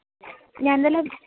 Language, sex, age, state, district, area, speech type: Malayalam, female, 18-30, Kerala, Thiruvananthapuram, rural, conversation